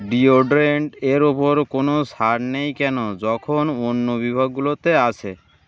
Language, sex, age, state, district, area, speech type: Bengali, male, 30-45, West Bengal, Uttar Dinajpur, urban, read